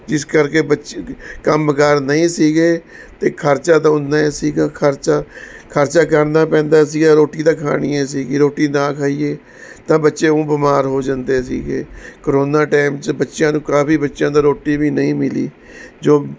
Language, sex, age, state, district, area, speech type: Punjabi, male, 45-60, Punjab, Mohali, urban, spontaneous